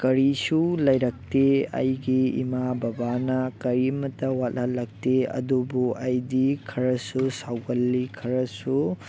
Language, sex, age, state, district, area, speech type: Manipuri, male, 18-30, Manipur, Thoubal, rural, spontaneous